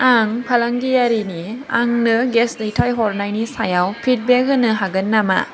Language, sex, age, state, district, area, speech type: Bodo, female, 18-30, Assam, Kokrajhar, rural, read